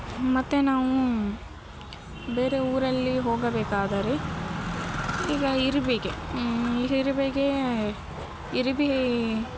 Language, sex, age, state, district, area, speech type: Kannada, female, 18-30, Karnataka, Gadag, urban, spontaneous